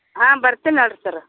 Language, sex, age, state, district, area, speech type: Kannada, female, 45-60, Karnataka, Vijayapura, rural, conversation